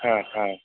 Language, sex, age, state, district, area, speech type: Sanskrit, male, 30-45, Karnataka, Raichur, rural, conversation